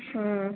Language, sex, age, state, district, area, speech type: Kannada, female, 30-45, Karnataka, Belgaum, rural, conversation